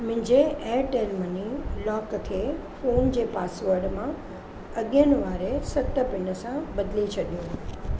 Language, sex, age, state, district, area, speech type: Sindhi, female, 45-60, Maharashtra, Mumbai Suburban, urban, read